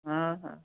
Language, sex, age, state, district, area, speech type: Odia, female, 30-45, Odisha, Koraput, urban, conversation